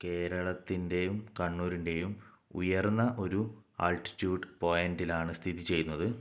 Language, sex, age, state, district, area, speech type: Malayalam, male, 18-30, Kerala, Kannur, rural, spontaneous